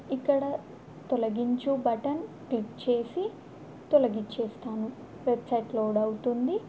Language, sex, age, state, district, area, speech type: Telugu, female, 18-30, Telangana, Adilabad, rural, spontaneous